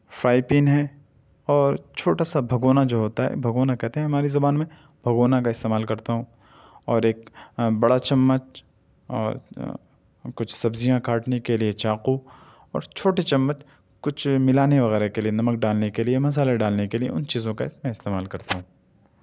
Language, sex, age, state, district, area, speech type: Urdu, male, 18-30, Delhi, Central Delhi, rural, spontaneous